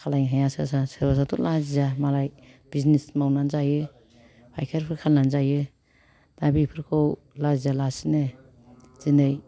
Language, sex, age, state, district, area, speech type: Bodo, female, 60+, Assam, Kokrajhar, rural, spontaneous